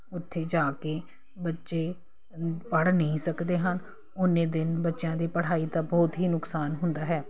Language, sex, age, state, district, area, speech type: Punjabi, female, 45-60, Punjab, Kapurthala, urban, spontaneous